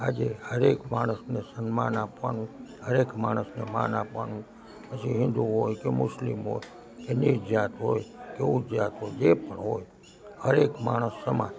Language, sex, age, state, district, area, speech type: Gujarati, male, 60+, Gujarat, Rajkot, urban, spontaneous